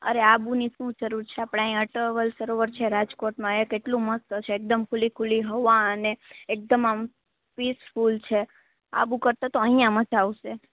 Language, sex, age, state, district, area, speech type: Gujarati, female, 18-30, Gujarat, Rajkot, rural, conversation